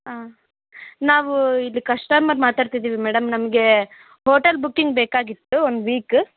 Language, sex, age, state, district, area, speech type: Kannada, female, 18-30, Karnataka, Bellary, urban, conversation